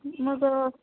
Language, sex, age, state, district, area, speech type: Marathi, female, 18-30, Maharashtra, Osmanabad, rural, conversation